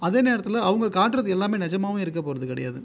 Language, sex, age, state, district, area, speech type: Tamil, male, 30-45, Tamil Nadu, Viluppuram, rural, spontaneous